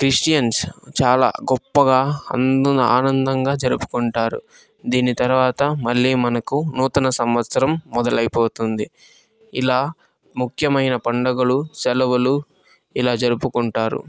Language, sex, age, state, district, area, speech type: Telugu, male, 18-30, Andhra Pradesh, Chittoor, rural, spontaneous